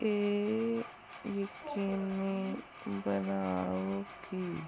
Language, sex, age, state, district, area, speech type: Punjabi, female, 30-45, Punjab, Mansa, urban, read